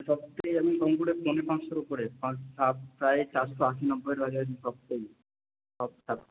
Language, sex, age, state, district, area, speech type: Bengali, male, 18-30, West Bengal, Purba Bardhaman, urban, conversation